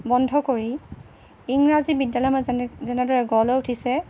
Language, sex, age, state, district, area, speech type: Assamese, female, 45-60, Assam, Jorhat, urban, spontaneous